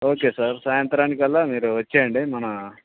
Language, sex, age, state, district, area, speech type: Telugu, male, 30-45, Andhra Pradesh, Anantapur, rural, conversation